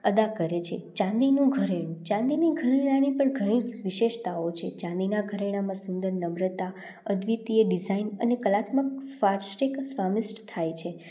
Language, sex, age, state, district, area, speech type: Gujarati, female, 18-30, Gujarat, Rajkot, rural, spontaneous